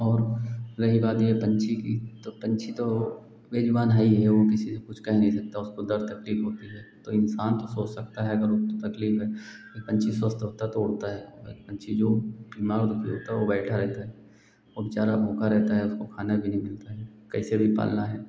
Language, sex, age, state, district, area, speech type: Hindi, male, 45-60, Uttar Pradesh, Lucknow, rural, spontaneous